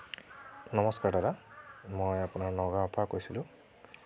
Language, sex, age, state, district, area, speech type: Assamese, male, 18-30, Assam, Nagaon, rural, spontaneous